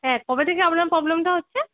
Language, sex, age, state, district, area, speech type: Bengali, female, 30-45, West Bengal, Darjeeling, rural, conversation